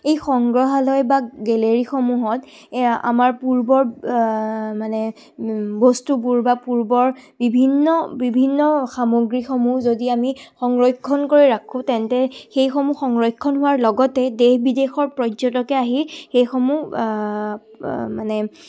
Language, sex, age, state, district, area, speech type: Assamese, female, 18-30, Assam, Majuli, urban, spontaneous